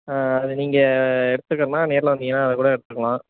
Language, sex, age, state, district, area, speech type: Tamil, male, 18-30, Tamil Nadu, Sivaganga, rural, conversation